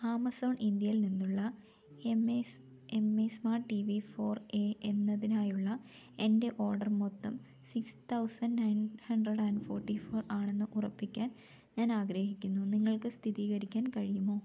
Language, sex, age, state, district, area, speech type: Malayalam, female, 18-30, Kerala, Wayanad, rural, read